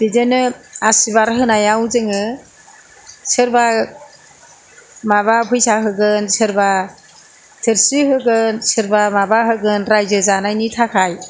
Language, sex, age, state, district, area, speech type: Bodo, female, 60+, Assam, Kokrajhar, rural, spontaneous